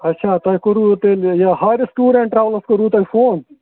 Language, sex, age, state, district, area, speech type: Kashmiri, male, 30-45, Jammu and Kashmir, Srinagar, urban, conversation